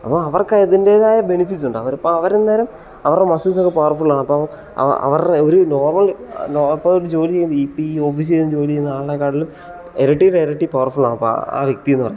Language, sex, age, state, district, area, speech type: Malayalam, male, 18-30, Kerala, Kottayam, rural, spontaneous